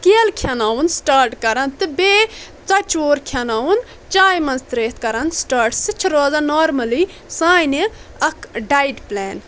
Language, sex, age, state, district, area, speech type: Kashmiri, female, 18-30, Jammu and Kashmir, Budgam, rural, spontaneous